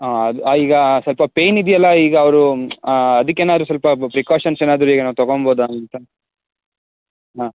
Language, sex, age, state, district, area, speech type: Kannada, male, 18-30, Karnataka, Tumkur, urban, conversation